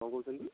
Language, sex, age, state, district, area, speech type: Odia, male, 18-30, Odisha, Kendujhar, urban, conversation